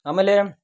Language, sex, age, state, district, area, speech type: Kannada, male, 30-45, Karnataka, Dharwad, rural, spontaneous